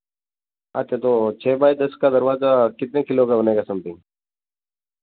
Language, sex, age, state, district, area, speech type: Hindi, male, 30-45, Rajasthan, Nagaur, rural, conversation